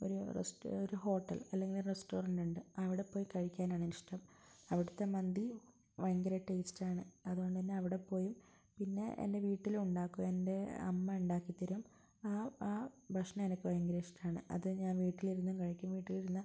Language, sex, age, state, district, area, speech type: Malayalam, female, 30-45, Kerala, Wayanad, rural, spontaneous